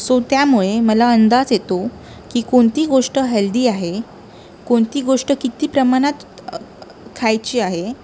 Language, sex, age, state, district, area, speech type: Marathi, female, 18-30, Maharashtra, Sindhudurg, rural, spontaneous